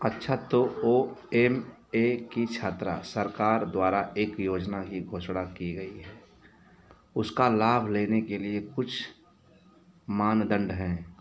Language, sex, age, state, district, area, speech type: Hindi, male, 30-45, Uttar Pradesh, Mau, rural, read